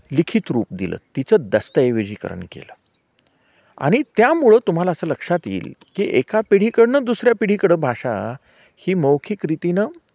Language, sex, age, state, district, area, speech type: Marathi, male, 45-60, Maharashtra, Nanded, urban, spontaneous